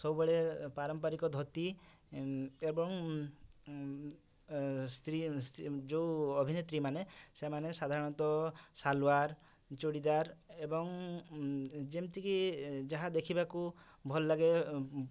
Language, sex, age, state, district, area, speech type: Odia, male, 30-45, Odisha, Mayurbhanj, rural, spontaneous